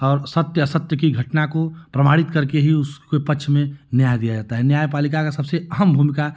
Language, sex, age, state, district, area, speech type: Hindi, male, 30-45, Uttar Pradesh, Chandauli, urban, spontaneous